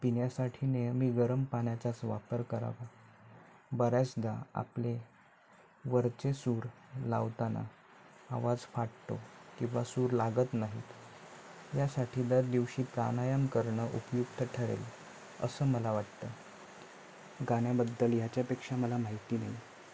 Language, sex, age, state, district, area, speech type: Marathi, male, 18-30, Maharashtra, Sindhudurg, rural, spontaneous